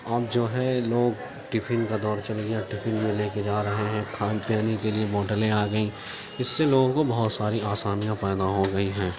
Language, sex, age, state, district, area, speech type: Urdu, male, 30-45, Uttar Pradesh, Gautam Buddha Nagar, rural, spontaneous